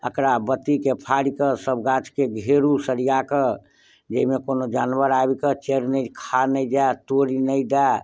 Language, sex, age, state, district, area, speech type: Maithili, male, 60+, Bihar, Muzaffarpur, rural, spontaneous